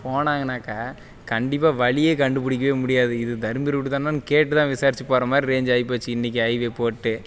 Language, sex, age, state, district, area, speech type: Tamil, male, 30-45, Tamil Nadu, Dharmapuri, rural, spontaneous